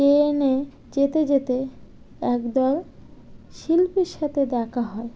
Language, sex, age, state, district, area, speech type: Bengali, female, 18-30, West Bengal, Birbhum, urban, spontaneous